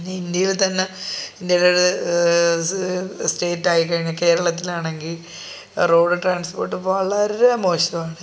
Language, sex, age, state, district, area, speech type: Malayalam, female, 30-45, Kerala, Thiruvananthapuram, rural, spontaneous